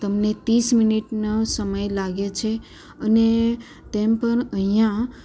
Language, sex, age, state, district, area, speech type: Gujarati, female, 30-45, Gujarat, Ahmedabad, urban, spontaneous